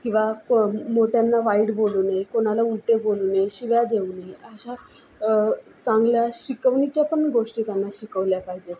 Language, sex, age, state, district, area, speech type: Marathi, female, 18-30, Maharashtra, Solapur, urban, spontaneous